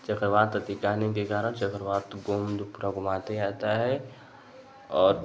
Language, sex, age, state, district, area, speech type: Hindi, male, 18-30, Uttar Pradesh, Ghazipur, urban, spontaneous